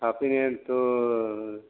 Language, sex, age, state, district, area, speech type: Bodo, male, 45-60, Assam, Chirang, rural, conversation